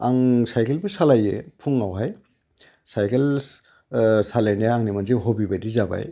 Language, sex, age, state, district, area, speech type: Bodo, male, 60+, Assam, Udalguri, urban, spontaneous